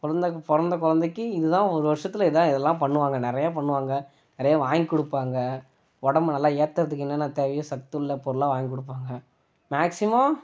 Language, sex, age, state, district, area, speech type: Tamil, male, 18-30, Tamil Nadu, Kallakurichi, urban, spontaneous